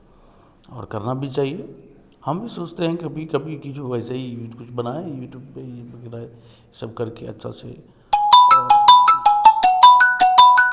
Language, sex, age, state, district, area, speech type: Hindi, male, 30-45, Bihar, Samastipur, urban, spontaneous